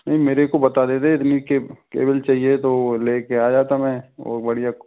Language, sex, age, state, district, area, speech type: Hindi, male, 45-60, Rajasthan, Karauli, rural, conversation